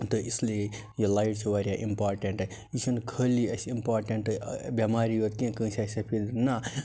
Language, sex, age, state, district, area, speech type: Kashmiri, male, 60+, Jammu and Kashmir, Baramulla, rural, spontaneous